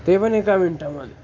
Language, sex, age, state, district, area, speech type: Marathi, male, 18-30, Maharashtra, Ahmednagar, rural, spontaneous